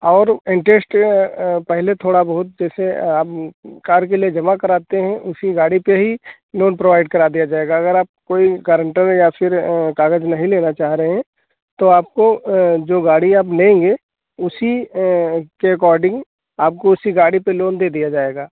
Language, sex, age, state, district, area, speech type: Hindi, male, 45-60, Uttar Pradesh, Sitapur, rural, conversation